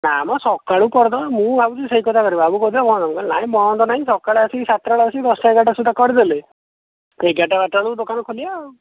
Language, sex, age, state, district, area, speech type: Odia, male, 18-30, Odisha, Jajpur, rural, conversation